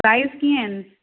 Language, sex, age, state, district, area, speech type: Sindhi, female, 45-60, Maharashtra, Thane, urban, conversation